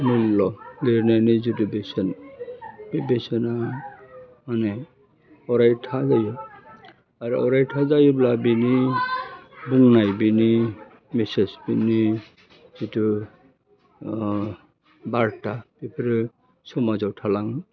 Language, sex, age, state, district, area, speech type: Bodo, male, 60+, Assam, Udalguri, urban, spontaneous